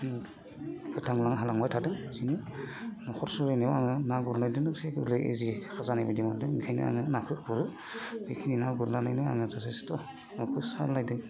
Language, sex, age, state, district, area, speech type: Bodo, male, 45-60, Assam, Udalguri, rural, spontaneous